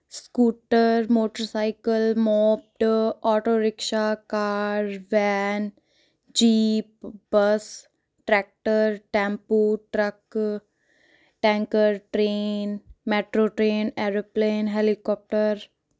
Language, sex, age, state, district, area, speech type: Punjabi, female, 18-30, Punjab, Ludhiana, urban, spontaneous